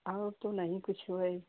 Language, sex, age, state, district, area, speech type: Hindi, female, 45-60, Uttar Pradesh, Jaunpur, rural, conversation